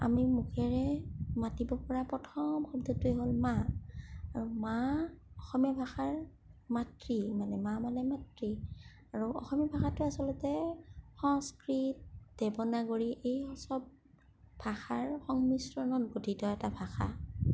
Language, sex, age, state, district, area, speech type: Assamese, female, 30-45, Assam, Kamrup Metropolitan, rural, spontaneous